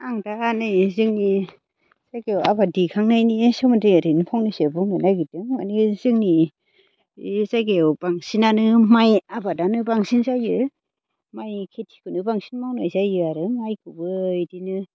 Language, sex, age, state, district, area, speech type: Bodo, female, 30-45, Assam, Baksa, rural, spontaneous